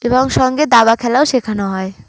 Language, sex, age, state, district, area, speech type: Bengali, female, 18-30, West Bengal, Uttar Dinajpur, urban, spontaneous